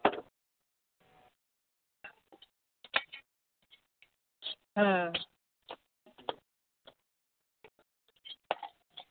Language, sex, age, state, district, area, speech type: Bengali, female, 30-45, West Bengal, Howrah, urban, conversation